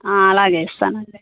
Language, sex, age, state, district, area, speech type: Telugu, female, 60+, Andhra Pradesh, Kadapa, rural, conversation